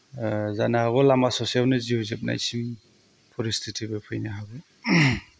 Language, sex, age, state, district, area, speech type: Bodo, male, 30-45, Assam, Kokrajhar, rural, spontaneous